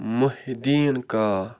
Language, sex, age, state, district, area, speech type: Kashmiri, male, 30-45, Jammu and Kashmir, Baramulla, rural, spontaneous